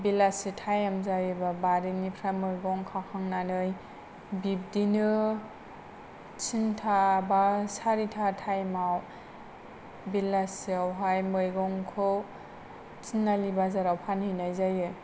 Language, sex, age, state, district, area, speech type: Bodo, female, 18-30, Assam, Kokrajhar, rural, spontaneous